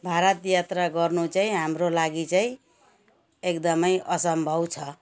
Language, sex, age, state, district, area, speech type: Nepali, female, 60+, West Bengal, Jalpaiguri, rural, spontaneous